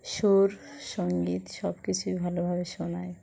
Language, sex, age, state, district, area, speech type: Bengali, female, 45-60, West Bengal, Dakshin Dinajpur, urban, spontaneous